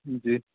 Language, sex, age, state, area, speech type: Hindi, male, 30-45, Madhya Pradesh, rural, conversation